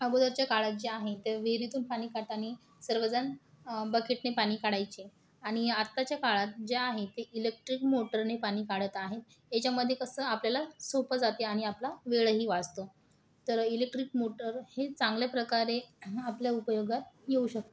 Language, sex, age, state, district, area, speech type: Marathi, female, 18-30, Maharashtra, Washim, urban, spontaneous